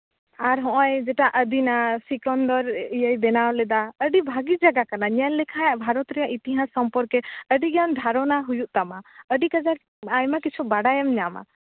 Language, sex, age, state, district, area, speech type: Santali, female, 18-30, West Bengal, Malda, rural, conversation